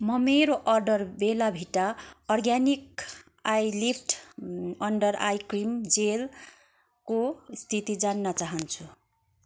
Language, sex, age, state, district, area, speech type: Nepali, female, 30-45, West Bengal, Kalimpong, rural, read